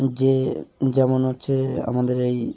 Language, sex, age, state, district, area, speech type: Bengali, male, 30-45, West Bengal, Hooghly, urban, spontaneous